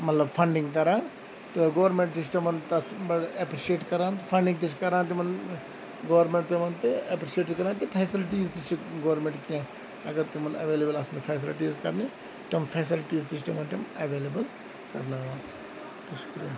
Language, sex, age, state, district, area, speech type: Kashmiri, male, 45-60, Jammu and Kashmir, Ganderbal, rural, spontaneous